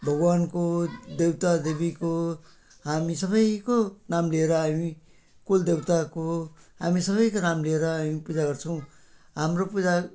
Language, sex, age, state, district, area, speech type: Nepali, male, 60+, West Bengal, Jalpaiguri, rural, spontaneous